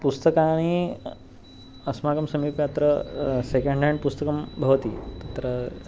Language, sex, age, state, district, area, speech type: Sanskrit, male, 18-30, Maharashtra, Nagpur, urban, spontaneous